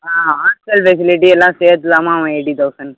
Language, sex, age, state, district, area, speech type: Tamil, male, 30-45, Tamil Nadu, Tiruvarur, rural, conversation